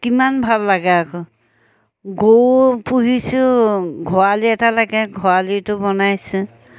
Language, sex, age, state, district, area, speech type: Assamese, female, 60+, Assam, Majuli, urban, spontaneous